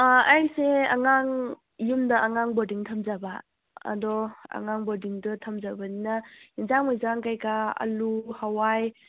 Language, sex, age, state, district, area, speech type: Manipuri, female, 18-30, Manipur, Kakching, rural, conversation